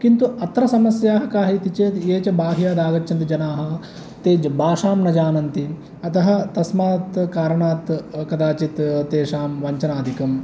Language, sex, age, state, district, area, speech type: Sanskrit, male, 30-45, Andhra Pradesh, East Godavari, rural, spontaneous